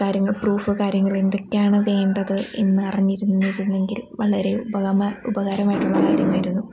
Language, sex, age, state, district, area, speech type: Malayalam, female, 18-30, Kerala, Wayanad, rural, spontaneous